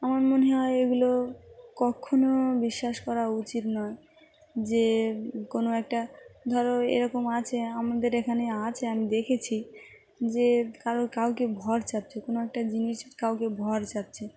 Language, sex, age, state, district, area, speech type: Bengali, female, 18-30, West Bengal, Dakshin Dinajpur, urban, spontaneous